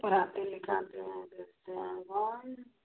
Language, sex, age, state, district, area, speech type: Hindi, female, 60+, Bihar, Madhepura, rural, conversation